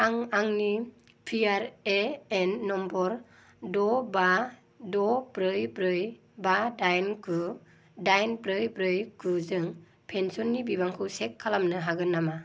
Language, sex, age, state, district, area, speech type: Bodo, female, 18-30, Assam, Kokrajhar, rural, read